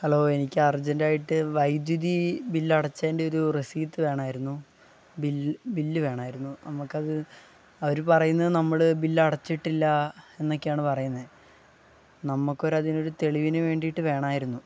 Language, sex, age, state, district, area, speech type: Malayalam, male, 18-30, Kerala, Wayanad, rural, spontaneous